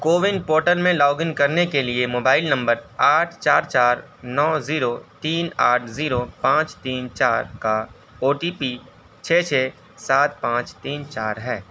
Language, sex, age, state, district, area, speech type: Urdu, male, 18-30, Uttar Pradesh, Saharanpur, urban, read